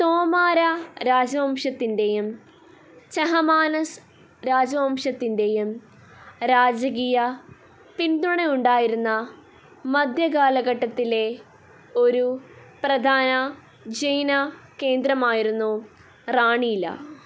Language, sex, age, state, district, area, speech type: Malayalam, female, 18-30, Kerala, Kottayam, rural, read